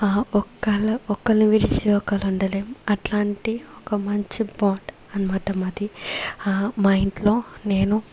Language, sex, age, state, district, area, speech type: Telugu, female, 18-30, Andhra Pradesh, Kakinada, urban, spontaneous